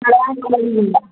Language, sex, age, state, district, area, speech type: Hindi, female, 60+, Uttar Pradesh, Azamgarh, rural, conversation